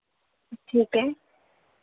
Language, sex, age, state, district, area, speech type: Hindi, female, 18-30, Madhya Pradesh, Seoni, urban, conversation